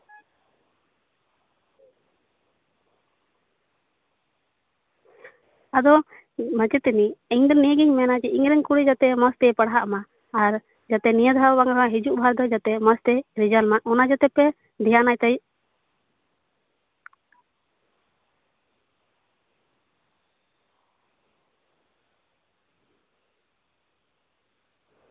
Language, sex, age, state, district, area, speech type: Santali, female, 18-30, West Bengal, Paschim Bardhaman, rural, conversation